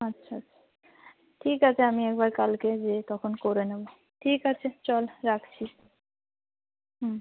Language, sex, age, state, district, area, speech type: Bengali, female, 30-45, West Bengal, North 24 Parganas, rural, conversation